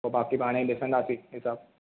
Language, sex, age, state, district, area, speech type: Sindhi, male, 18-30, Maharashtra, Thane, urban, conversation